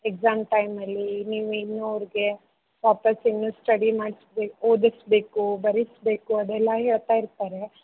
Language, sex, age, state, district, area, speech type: Kannada, female, 30-45, Karnataka, Uttara Kannada, rural, conversation